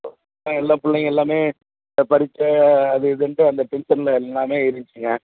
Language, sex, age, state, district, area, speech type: Tamil, male, 45-60, Tamil Nadu, Madurai, urban, conversation